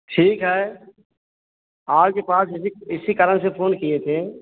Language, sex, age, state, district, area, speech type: Hindi, male, 45-60, Uttar Pradesh, Ayodhya, rural, conversation